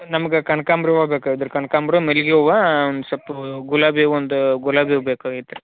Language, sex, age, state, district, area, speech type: Kannada, male, 18-30, Karnataka, Koppal, rural, conversation